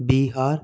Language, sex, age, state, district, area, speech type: Telugu, male, 45-60, Andhra Pradesh, Chittoor, urban, spontaneous